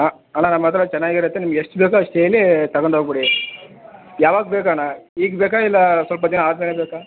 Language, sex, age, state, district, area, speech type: Kannada, male, 18-30, Karnataka, Chamarajanagar, rural, conversation